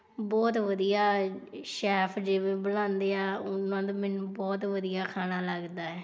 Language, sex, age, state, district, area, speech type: Punjabi, female, 18-30, Punjab, Tarn Taran, rural, spontaneous